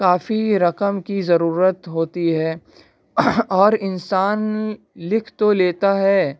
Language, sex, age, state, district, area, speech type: Urdu, male, 18-30, Bihar, Purnia, rural, spontaneous